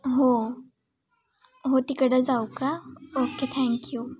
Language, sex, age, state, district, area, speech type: Marathi, female, 18-30, Maharashtra, Sangli, urban, spontaneous